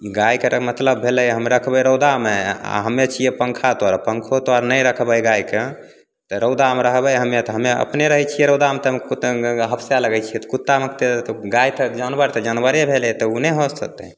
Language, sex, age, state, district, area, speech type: Maithili, male, 30-45, Bihar, Begusarai, rural, spontaneous